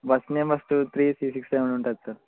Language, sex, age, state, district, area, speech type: Telugu, male, 18-30, Telangana, Vikarabad, urban, conversation